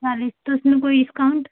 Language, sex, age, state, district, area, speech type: Hindi, female, 18-30, Uttar Pradesh, Azamgarh, rural, conversation